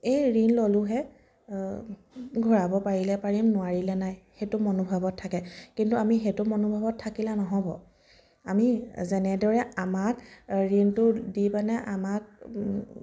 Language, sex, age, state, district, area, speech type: Assamese, female, 30-45, Assam, Sivasagar, rural, spontaneous